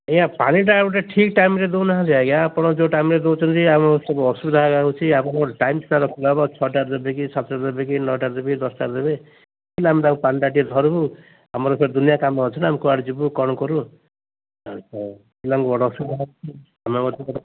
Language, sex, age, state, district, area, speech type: Odia, male, 60+, Odisha, Gajapati, rural, conversation